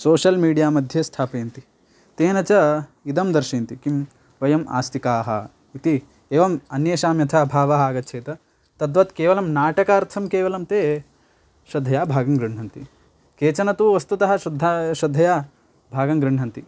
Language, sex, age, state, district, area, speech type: Sanskrit, male, 18-30, Karnataka, Belgaum, rural, spontaneous